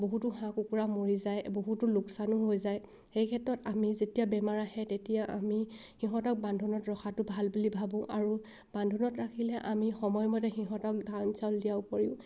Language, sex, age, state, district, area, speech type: Assamese, female, 18-30, Assam, Sivasagar, rural, spontaneous